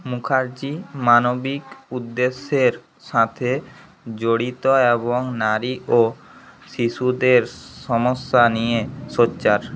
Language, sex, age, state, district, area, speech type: Bengali, male, 18-30, West Bengal, Jhargram, rural, read